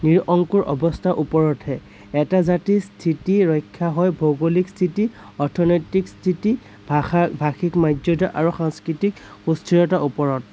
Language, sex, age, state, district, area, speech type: Assamese, male, 30-45, Assam, Kamrup Metropolitan, urban, spontaneous